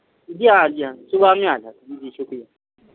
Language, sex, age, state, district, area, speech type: Urdu, male, 45-60, Telangana, Hyderabad, urban, conversation